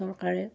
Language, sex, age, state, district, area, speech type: Assamese, female, 60+, Assam, Udalguri, rural, spontaneous